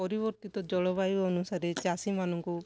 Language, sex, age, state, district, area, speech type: Odia, female, 45-60, Odisha, Kalahandi, rural, spontaneous